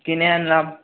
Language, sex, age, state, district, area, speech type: Bengali, male, 18-30, West Bengal, Purulia, rural, conversation